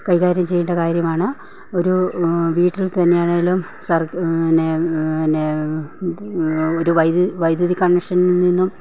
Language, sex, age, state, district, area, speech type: Malayalam, female, 45-60, Kerala, Pathanamthitta, rural, spontaneous